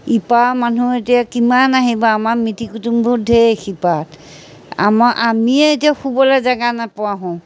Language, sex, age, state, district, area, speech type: Assamese, female, 60+, Assam, Majuli, urban, spontaneous